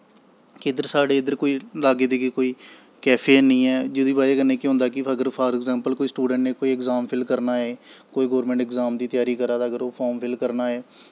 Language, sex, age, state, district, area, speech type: Dogri, male, 18-30, Jammu and Kashmir, Samba, rural, spontaneous